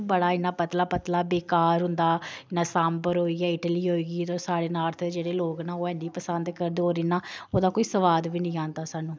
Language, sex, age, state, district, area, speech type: Dogri, female, 30-45, Jammu and Kashmir, Samba, urban, spontaneous